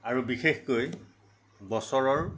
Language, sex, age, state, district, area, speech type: Assamese, male, 45-60, Assam, Nagaon, rural, spontaneous